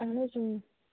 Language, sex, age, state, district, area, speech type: Kashmiri, female, 30-45, Jammu and Kashmir, Bandipora, rural, conversation